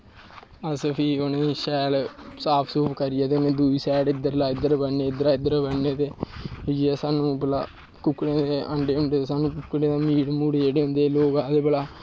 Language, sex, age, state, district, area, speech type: Dogri, male, 18-30, Jammu and Kashmir, Kathua, rural, spontaneous